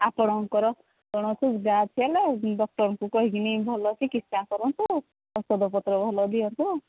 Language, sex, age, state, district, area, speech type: Odia, female, 45-60, Odisha, Angul, rural, conversation